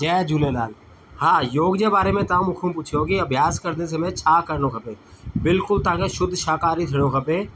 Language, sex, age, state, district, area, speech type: Sindhi, male, 45-60, Delhi, South Delhi, urban, spontaneous